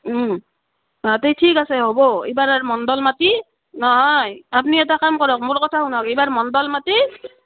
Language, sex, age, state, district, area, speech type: Assamese, female, 30-45, Assam, Nalbari, rural, conversation